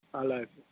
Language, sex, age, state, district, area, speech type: Telugu, male, 45-60, Andhra Pradesh, Bapatla, rural, conversation